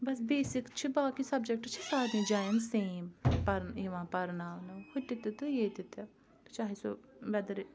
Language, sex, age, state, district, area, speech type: Kashmiri, female, 30-45, Jammu and Kashmir, Ganderbal, rural, spontaneous